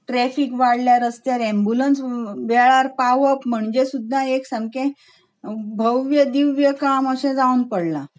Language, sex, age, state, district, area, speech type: Goan Konkani, female, 45-60, Goa, Bardez, urban, spontaneous